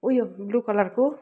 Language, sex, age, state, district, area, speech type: Nepali, female, 60+, West Bengal, Kalimpong, rural, spontaneous